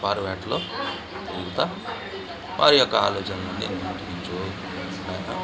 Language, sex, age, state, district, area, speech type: Telugu, male, 45-60, Andhra Pradesh, Bapatla, urban, spontaneous